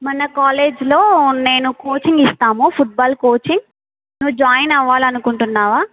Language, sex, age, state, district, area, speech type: Telugu, female, 18-30, Andhra Pradesh, Sri Balaji, rural, conversation